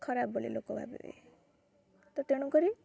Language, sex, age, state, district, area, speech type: Odia, female, 18-30, Odisha, Kendrapara, urban, spontaneous